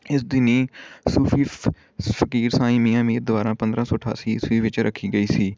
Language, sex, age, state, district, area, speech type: Punjabi, male, 18-30, Punjab, Amritsar, urban, spontaneous